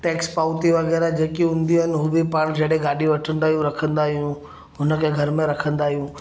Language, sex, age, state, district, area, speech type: Sindhi, male, 30-45, Maharashtra, Mumbai Suburban, urban, spontaneous